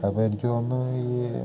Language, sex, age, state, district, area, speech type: Malayalam, male, 45-60, Kerala, Idukki, rural, spontaneous